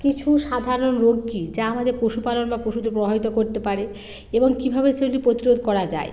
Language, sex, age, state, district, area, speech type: Bengali, female, 45-60, West Bengal, Hooghly, rural, spontaneous